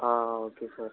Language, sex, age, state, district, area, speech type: Tamil, male, 18-30, Tamil Nadu, Pudukkottai, rural, conversation